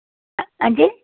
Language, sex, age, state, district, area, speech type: Dogri, female, 60+, Jammu and Kashmir, Samba, urban, conversation